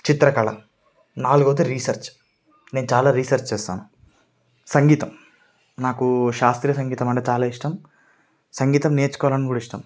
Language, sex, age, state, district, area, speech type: Telugu, male, 18-30, Andhra Pradesh, Srikakulam, urban, spontaneous